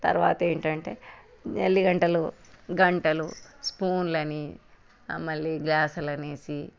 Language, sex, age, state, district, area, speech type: Telugu, female, 30-45, Telangana, Hyderabad, urban, spontaneous